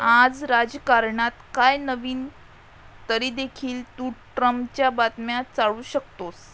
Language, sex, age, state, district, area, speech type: Marathi, female, 18-30, Maharashtra, Amravati, rural, read